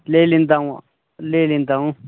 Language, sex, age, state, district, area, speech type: Dogri, male, 18-30, Jammu and Kashmir, Udhampur, rural, conversation